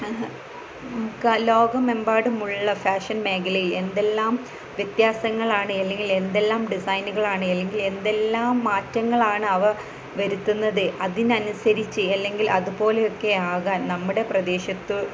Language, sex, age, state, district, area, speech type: Malayalam, female, 18-30, Kerala, Malappuram, rural, spontaneous